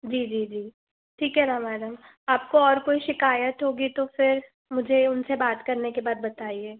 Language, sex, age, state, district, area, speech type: Hindi, female, 30-45, Madhya Pradesh, Balaghat, rural, conversation